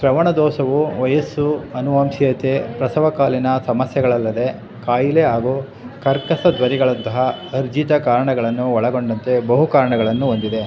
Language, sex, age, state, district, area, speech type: Kannada, male, 45-60, Karnataka, Chamarajanagar, urban, read